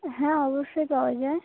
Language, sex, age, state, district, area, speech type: Bengali, female, 18-30, West Bengal, Birbhum, urban, conversation